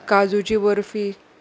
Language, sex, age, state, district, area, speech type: Goan Konkani, female, 30-45, Goa, Salcete, rural, spontaneous